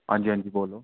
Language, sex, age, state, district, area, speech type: Dogri, male, 18-30, Jammu and Kashmir, Udhampur, rural, conversation